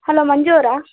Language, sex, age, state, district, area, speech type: Kannada, female, 18-30, Karnataka, Vijayanagara, rural, conversation